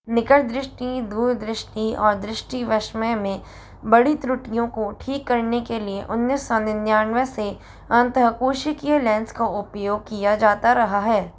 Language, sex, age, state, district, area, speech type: Hindi, female, 18-30, Rajasthan, Jodhpur, urban, read